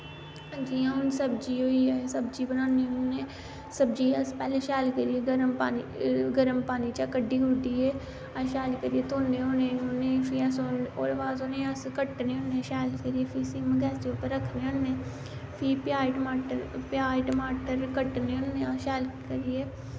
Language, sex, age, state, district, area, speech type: Dogri, female, 18-30, Jammu and Kashmir, Samba, rural, spontaneous